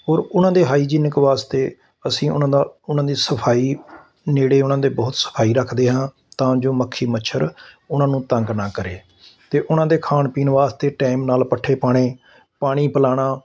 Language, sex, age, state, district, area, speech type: Punjabi, male, 60+, Punjab, Ludhiana, urban, spontaneous